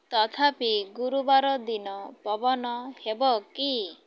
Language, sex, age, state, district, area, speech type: Odia, female, 18-30, Odisha, Malkangiri, urban, read